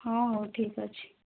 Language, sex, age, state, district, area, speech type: Odia, female, 18-30, Odisha, Kandhamal, rural, conversation